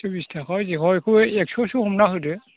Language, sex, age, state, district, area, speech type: Bodo, male, 60+, Assam, Chirang, rural, conversation